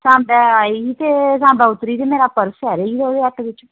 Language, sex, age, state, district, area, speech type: Dogri, female, 30-45, Jammu and Kashmir, Samba, rural, conversation